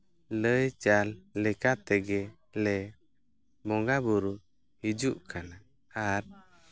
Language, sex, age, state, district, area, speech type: Santali, male, 30-45, Jharkhand, East Singhbhum, rural, spontaneous